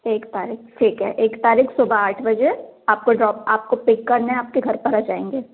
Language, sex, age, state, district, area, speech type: Hindi, female, 30-45, Madhya Pradesh, Jabalpur, urban, conversation